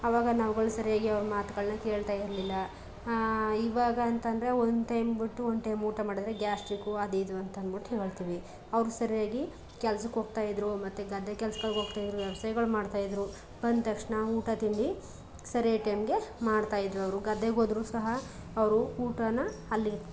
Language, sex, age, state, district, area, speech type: Kannada, female, 30-45, Karnataka, Chamarajanagar, rural, spontaneous